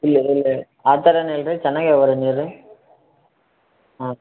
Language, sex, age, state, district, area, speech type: Kannada, male, 18-30, Karnataka, Gulbarga, urban, conversation